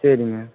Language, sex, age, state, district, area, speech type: Tamil, male, 18-30, Tamil Nadu, Tiruvarur, urban, conversation